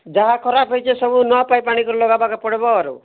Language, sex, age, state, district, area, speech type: Odia, male, 30-45, Odisha, Kalahandi, rural, conversation